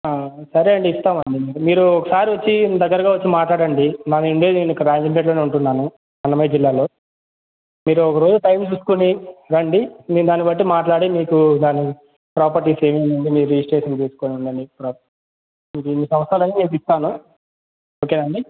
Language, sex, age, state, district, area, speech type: Telugu, male, 18-30, Andhra Pradesh, Annamaya, rural, conversation